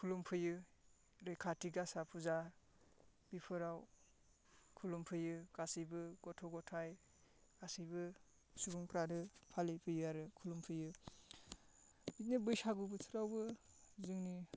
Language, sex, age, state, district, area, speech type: Bodo, male, 18-30, Assam, Baksa, rural, spontaneous